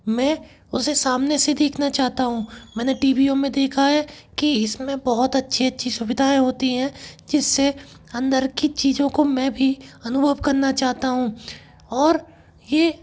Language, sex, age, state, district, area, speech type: Hindi, male, 18-30, Madhya Pradesh, Bhopal, urban, spontaneous